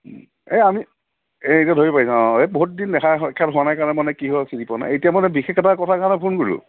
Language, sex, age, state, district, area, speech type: Assamese, male, 45-60, Assam, Lakhimpur, urban, conversation